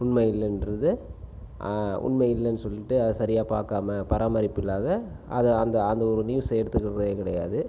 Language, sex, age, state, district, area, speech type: Tamil, male, 30-45, Tamil Nadu, Cuddalore, rural, spontaneous